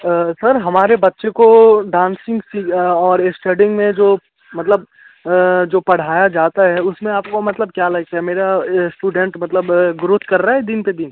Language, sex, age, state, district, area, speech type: Hindi, male, 18-30, Bihar, Darbhanga, rural, conversation